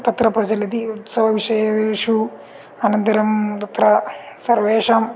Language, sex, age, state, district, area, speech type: Sanskrit, male, 18-30, Kerala, Idukki, urban, spontaneous